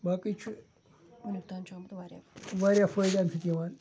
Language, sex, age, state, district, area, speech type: Kashmiri, male, 45-60, Jammu and Kashmir, Ganderbal, rural, spontaneous